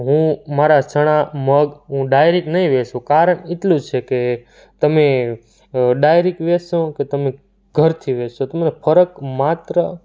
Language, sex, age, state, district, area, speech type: Gujarati, male, 18-30, Gujarat, Surat, rural, spontaneous